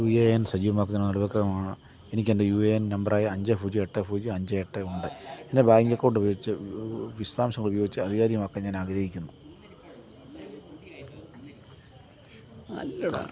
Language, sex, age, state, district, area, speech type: Malayalam, male, 45-60, Kerala, Kottayam, urban, read